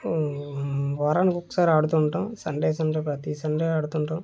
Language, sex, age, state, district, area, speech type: Telugu, male, 30-45, Andhra Pradesh, Vizianagaram, rural, spontaneous